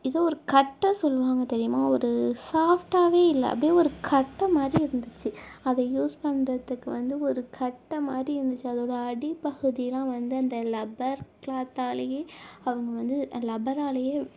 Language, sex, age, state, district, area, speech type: Tamil, female, 30-45, Tamil Nadu, Tiruvarur, rural, spontaneous